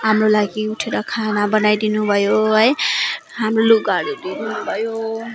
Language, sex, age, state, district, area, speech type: Nepali, female, 18-30, West Bengal, Darjeeling, rural, spontaneous